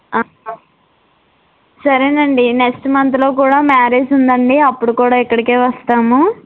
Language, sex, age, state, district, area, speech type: Telugu, female, 18-30, Andhra Pradesh, West Godavari, rural, conversation